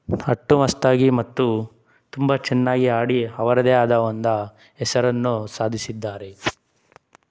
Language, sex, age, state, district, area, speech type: Kannada, male, 18-30, Karnataka, Tumkur, rural, spontaneous